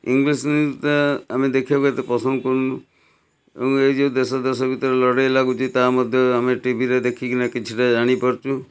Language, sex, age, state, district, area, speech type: Odia, male, 45-60, Odisha, Cuttack, urban, spontaneous